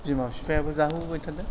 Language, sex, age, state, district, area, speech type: Bodo, male, 60+, Assam, Kokrajhar, rural, spontaneous